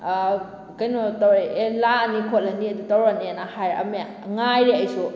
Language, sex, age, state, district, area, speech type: Manipuri, female, 18-30, Manipur, Kakching, rural, spontaneous